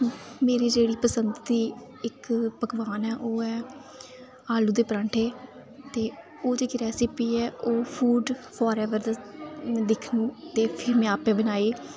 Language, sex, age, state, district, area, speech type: Dogri, female, 18-30, Jammu and Kashmir, Reasi, rural, spontaneous